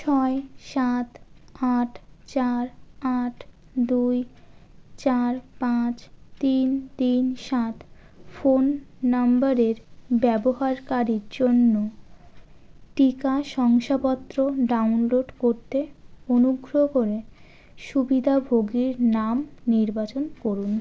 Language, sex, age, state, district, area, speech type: Bengali, female, 18-30, West Bengal, Birbhum, urban, read